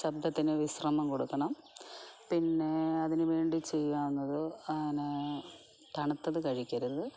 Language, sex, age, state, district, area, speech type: Malayalam, female, 45-60, Kerala, Alappuzha, rural, spontaneous